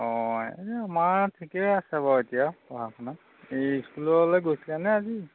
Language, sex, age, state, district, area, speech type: Assamese, male, 45-60, Assam, Majuli, rural, conversation